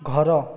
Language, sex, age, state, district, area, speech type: Odia, male, 18-30, Odisha, Jajpur, rural, read